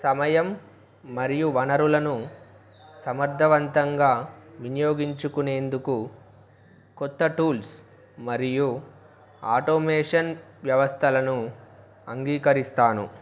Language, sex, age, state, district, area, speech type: Telugu, male, 18-30, Telangana, Wanaparthy, urban, spontaneous